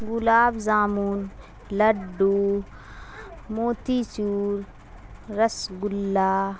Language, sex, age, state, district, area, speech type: Urdu, female, 45-60, Bihar, Darbhanga, rural, spontaneous